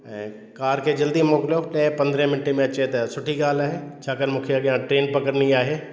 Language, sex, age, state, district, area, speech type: Sindhi, male, 60+, Delhi, South Delhi, urban, spontaneous